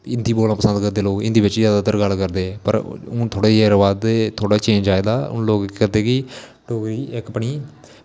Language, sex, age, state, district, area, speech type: Dogri, male, 18-30, Jammu and Kashmir, Kathua, rural, spontaneous